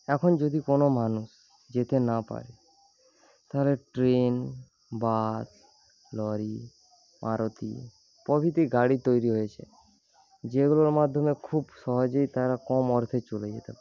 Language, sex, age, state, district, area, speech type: Bengali, male, 18-30, West Bengal, Paschim Medinipur, rural, spontaneous